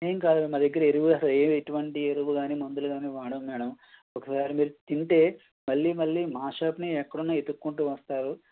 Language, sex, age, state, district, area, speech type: Telugu, male, 30-45, Andhra Pradesh, West Godavari, rural, conversation